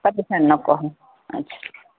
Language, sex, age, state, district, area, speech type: Urdu, female, 60+, Telangana, Hyderabad, urban, conversation